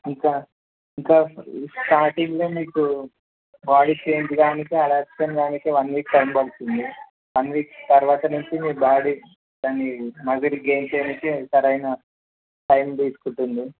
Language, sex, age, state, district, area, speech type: Telugu, male, 18-30, Andhra Pradesh, Palnadu, urban, conversation